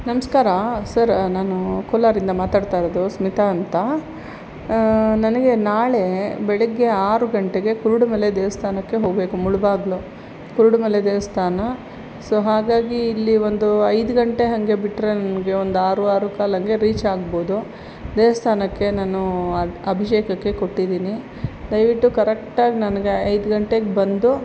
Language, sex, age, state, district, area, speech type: Kannada, female, 30-45, Karnataka, Kolar, urban, spontaneous